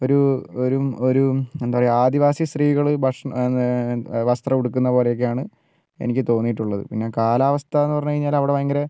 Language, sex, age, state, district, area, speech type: Malayalam, male, 60+, Kerala, Wayanad, rural, spontaneous